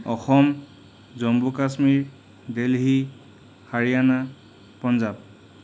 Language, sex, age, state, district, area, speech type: Assamese, male, 45-60, Assam, Charaideo, rural, spontaneous